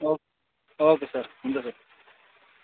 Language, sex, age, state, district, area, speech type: Nepali, male, 30-45, West Bengal, Kalimpong, rural, conversation